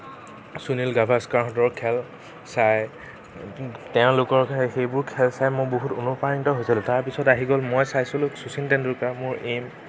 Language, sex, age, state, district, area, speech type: Assamese, male, 18-30, Assam, Nagaon, rural, spontaneous